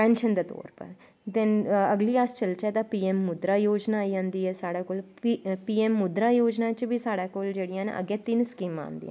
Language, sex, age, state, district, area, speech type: Dogri, female, 30-45, Jammu and Kashmir, Udhampur, urban, spontaneous